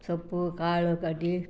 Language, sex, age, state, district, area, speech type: Kannada, female, 60+, Karnataka, Mysore, rural, spontaneous